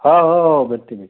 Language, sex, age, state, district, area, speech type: Marathi, male, 45-60, Maharashtra, Buldhana, rural, conversation